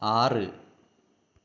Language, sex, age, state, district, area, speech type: Malayalam, male, 18-30, Kerala, Kannur, rural, read